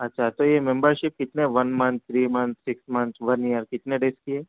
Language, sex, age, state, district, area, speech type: Urdu, male, 18-30, Telangana, Hyderabad, urban, conversation